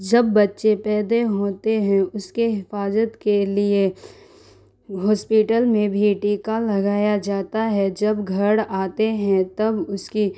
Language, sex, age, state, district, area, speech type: Urdu, female, 30-45, Bihar, Darbhanga, rural, spontaneous